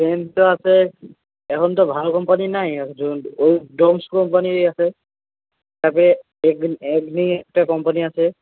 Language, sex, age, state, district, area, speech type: Bengali, male, 18-30, West Bengal, Alipurduar, rural, conversation